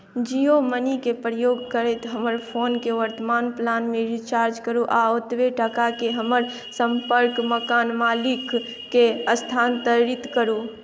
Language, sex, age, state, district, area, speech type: Maithili, female, 18-30, Bihar, Madhubani, rural, read